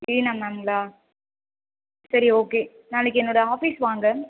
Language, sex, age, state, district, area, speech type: Tamil, female, 30-45, Tamil Nadu, Viluppuram, rural, conversation